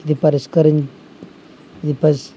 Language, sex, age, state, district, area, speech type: Telugu, male, 18-30, Andhra Pradesh, Nandyal, urban, spontaneous